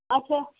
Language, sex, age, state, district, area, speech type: Kashmiri, female, 18-30, Jammu and Kashmir, Bandipora, rural, conversation